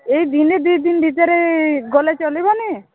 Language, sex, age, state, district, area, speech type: Odia, female, 18-30, Odisha, Balangir, urban, conversation